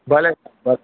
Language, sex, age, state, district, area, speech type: Gujarati, male, 30-45, Gujarat, Surat, urban, conversation